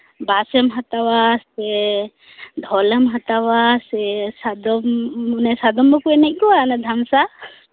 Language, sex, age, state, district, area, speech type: Santali, female, 30-45, West Bengal, Birbhum, rural, conversation